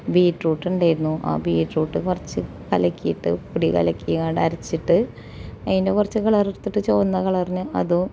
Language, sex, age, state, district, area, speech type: Malayalam, female, 30-45, Kerala, Malappuram, rural, spontaneous